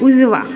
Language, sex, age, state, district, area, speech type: Marathi, female, 18-30, Maharashtra, Mumbai City, urban, read